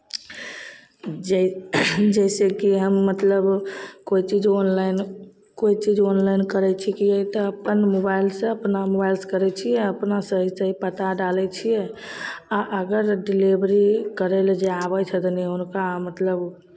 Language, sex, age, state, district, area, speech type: Maithili, female, 30-45, Bihar, Begusarai, rural, spontaneous